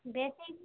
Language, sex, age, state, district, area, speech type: Odia, female, 30-45, Odisha, Kalahandi, rural, conversation